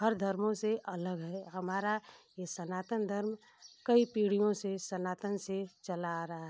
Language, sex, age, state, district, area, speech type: Hindi, female, 45-60, Uttar Pradesh, Ghazipur, rural, spontaneous